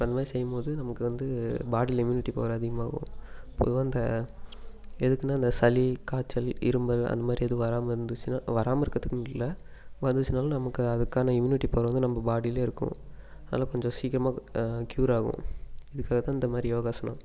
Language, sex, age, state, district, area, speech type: Tamil, male, 18-30, Tamil Nadu, Namakkal, rural, spontaneous